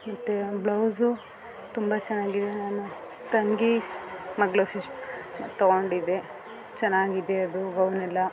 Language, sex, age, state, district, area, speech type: Kannada, female, 30-45, Karnataka, Mandya, urban, spontaneous